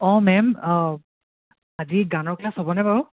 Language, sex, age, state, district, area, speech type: Assamese, male, 18-30, Assam, Charaideo, urban, conversation